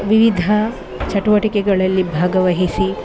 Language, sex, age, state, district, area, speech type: Kannada, female, 45-60, Karnataka, Dakshina Kannada, rural, spontaneous